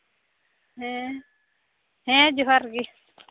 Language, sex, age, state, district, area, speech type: Santali, female, 18-30, Jharkhand, Pakur, rural, conversation